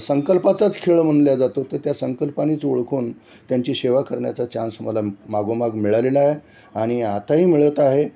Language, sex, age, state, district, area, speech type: Marathi, male, 60+, Maharashtra, Nanded, urban, spontaneous